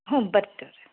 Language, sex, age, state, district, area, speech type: Kannada, female, 60+, Karnataka, Belgaum, rural, conversation